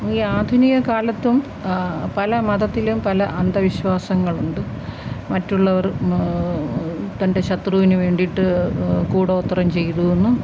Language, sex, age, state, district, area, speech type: Malayalam, female, 60+, Kerala, Thiruvananthapuram, urban, spontaneous